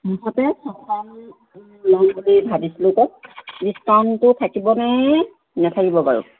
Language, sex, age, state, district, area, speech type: Assamese, female, 30-45, Assam, Tinsukia, urban, conversation